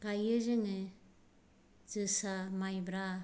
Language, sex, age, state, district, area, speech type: Bodo, female, 45-60, Assam, Kokrajhar, rural, spontaneous